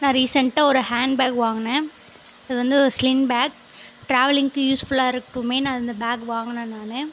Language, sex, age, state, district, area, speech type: Tamil, female, 18-30, Tamil Nadu, Viluppuram, rural, spontaneous